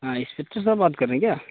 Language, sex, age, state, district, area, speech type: Urdu, male, 18-30, Bihar, Saharsa, rural, conversation